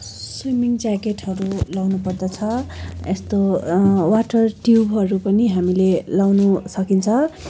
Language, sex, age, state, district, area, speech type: Nepali, female, 18-30, West Bengal, Darjeeling, rural, spontaneous